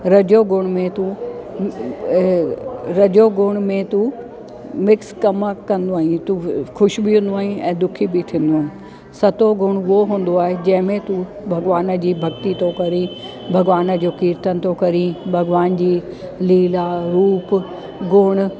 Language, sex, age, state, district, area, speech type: Sindhi, female, 45-60, Delhi, South Delhi, urban, spontaneous